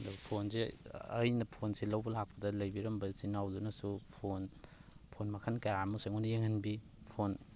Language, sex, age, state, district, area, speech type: Manipuri, male, 30-45, Manipur, Thoubal, rural, spontaneous